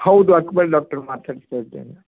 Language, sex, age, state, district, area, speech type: Kannada, male, 60+, Karnataka, Uttara Kannada, rural, conversation